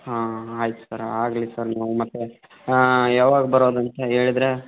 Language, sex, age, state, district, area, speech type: Kannada, male, 18-30, Karnataka, Tumkur, rural, conversation